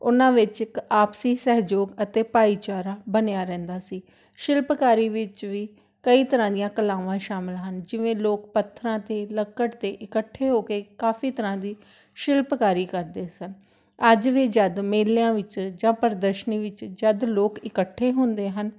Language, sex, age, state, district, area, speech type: Punjabi, female, 30-45, Punjab, Tarn Taran, urban, spontaneous